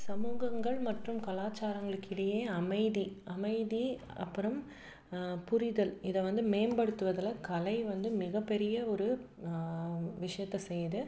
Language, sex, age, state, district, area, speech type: Tamil, female, 30-45, Tamil Nadu, Salem, urban, spontaneous